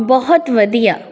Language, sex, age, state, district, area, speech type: Punjabi, female, 30-45, Punjab, Firozpur, urban, read